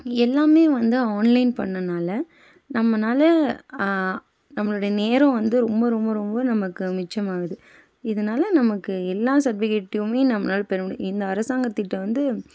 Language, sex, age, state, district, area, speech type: Tamil, female, 18-30, Tamil Nadu, Nilgiris, rural, spontaneous